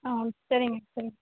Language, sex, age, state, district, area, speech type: Tamil, female, 18-30, Tamil Nadu, Ranipet, rural, conversation